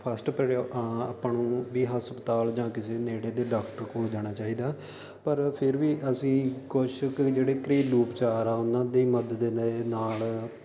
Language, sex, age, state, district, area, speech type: Punjabi, male, 18-30, Punjab, Faridkot, rural, spontaneous